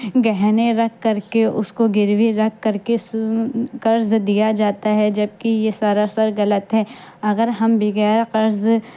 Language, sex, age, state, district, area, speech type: Urdu, female, 30-45, Uttar Pradesh, Lucknow, rural, spontaneous